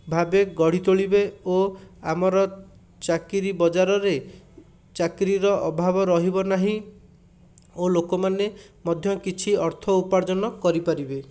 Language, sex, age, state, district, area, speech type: Odia, male, 45-60, Odisha, Bhadrak, rural, spontaneous